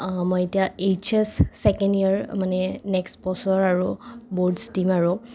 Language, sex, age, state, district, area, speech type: Assamese, female, 18-30, Assam, Kamrup Metropolitan, urban, spontaneous